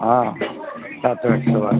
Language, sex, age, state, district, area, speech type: Bengali, male, 45-60, West Bengal, Alipurduar, rural, conversation